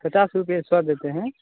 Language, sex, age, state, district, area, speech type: Hindi, male, 18-30, Bihar, Begusarai, rural, conversation